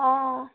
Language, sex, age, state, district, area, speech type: Assamese, female, 18-30, Assam, Biswanath, rural, conversation